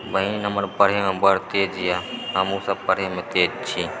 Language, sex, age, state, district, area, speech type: Maithili, male, 18-30, Bihar, Supaul, rural, spontaneous